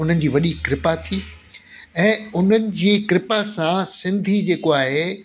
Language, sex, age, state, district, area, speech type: Sindhi, male, 60+, Delhi, South Delhi, urban, spontaneous